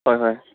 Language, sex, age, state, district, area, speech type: Assamese, male, 18-30, Assam, Dibrugarh, rural, conversation